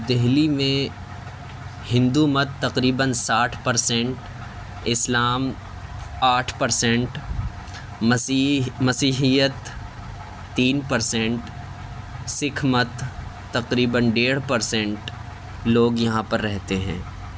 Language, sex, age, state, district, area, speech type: Urdu, male, 18-30, Delhi, South Delhi, urban, spontaneous